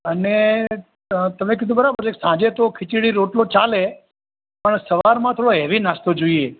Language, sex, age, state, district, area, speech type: Gujarati, male, 60+, Gujarat, Ahmedabad, urban, conversation